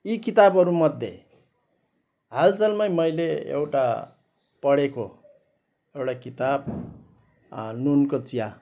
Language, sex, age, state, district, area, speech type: Nepali, male, 60+, West Bengal, Kalimpong, rural, spontaneous